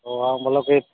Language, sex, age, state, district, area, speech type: Hindi, male, 45-60, Uttar Pradesh, Mirzapur, rural, conversation